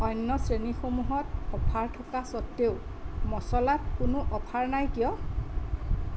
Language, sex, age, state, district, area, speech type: Assamese, female, 45-60, Assam, Sonitpur, urban, read